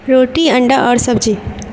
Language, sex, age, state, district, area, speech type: Urdu, female, 30-45, Bihar, Supaul, rural, spontaneous